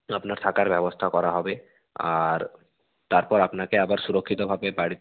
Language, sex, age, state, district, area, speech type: Bengali, male, 30-45, West Bengal, Nadia, urban, conversation